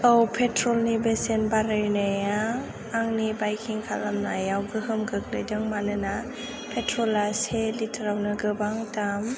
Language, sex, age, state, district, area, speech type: Bodo, female, 18-30, Assam, Chirang, rural, spontaneous